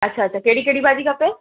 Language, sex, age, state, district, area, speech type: Sindhi, female, 18-30, Gujarat, Kutch, urban, conversation